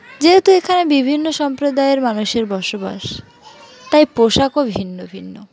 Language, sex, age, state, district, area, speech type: Bengali, female, 30-45, West Bengal, Dakshin Dinajpur, urban, spontaneous